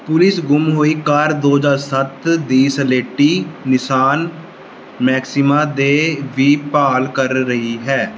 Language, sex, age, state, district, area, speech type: Punjabi, male, 18-30, Punjab, Gurdaspur, rural, read